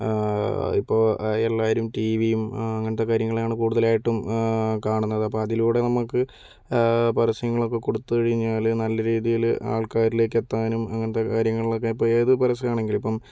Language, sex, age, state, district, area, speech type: Malayalam, male, 18-30, Kerala, Kozhikode, urban, spontaneous